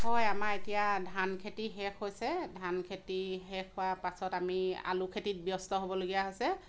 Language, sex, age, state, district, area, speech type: Assamese, female, 30-45, Assam, Dhemaji, rural, spontaneous